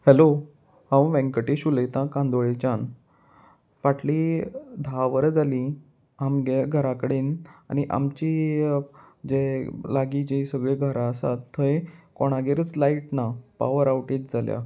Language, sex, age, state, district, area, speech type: Goan Konkani, male, 18-30, Goa, Salcete, urban, spontaneous